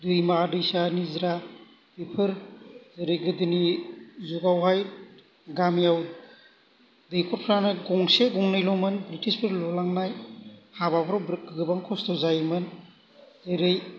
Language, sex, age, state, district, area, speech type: Bodo, male, 45-60, Assam, Kokrajhar, rural, spontaneous